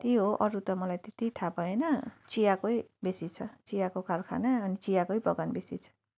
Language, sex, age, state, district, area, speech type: Nepali, female, 30-45, West Bengal, Darjeeling, rural, spontaneous